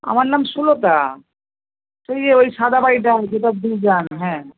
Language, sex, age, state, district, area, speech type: Bengali, female, 60+, West Bengal, Nadia, rural, conversation